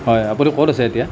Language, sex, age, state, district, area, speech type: Assamese, male, 18-30, Assam, Nalbari, rural, spontaneous